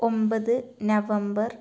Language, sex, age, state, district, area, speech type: Malayalam, female, 18-30, Kerala, Kasaragod, rural, spontaneous